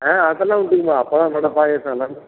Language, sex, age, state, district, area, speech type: Tamil, male, 60+, Tamil Nadu, Tiruppur, urban, conversation